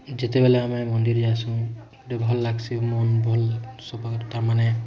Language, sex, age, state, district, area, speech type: Odia, male, 18-30, Odisha, Bargarh, urban, spontaneous